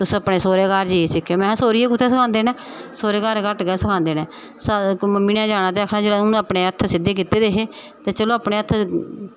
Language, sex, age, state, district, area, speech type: Dogri, female, 45-60, Jammu and Kashmir, Samba, rural, spontaneous